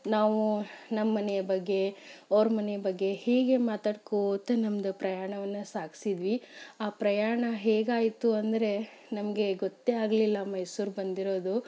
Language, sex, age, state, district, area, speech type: Kannada, female, 30-45, Karnataka, Chikkaballapur, rural, spontaneous